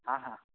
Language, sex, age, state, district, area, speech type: Kannada, male, 30-45, Karnataka, Bellary, urban, conversation